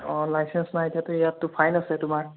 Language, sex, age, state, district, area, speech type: Assamese, male, 18-30, Assam, Sonitpur, rural, conversation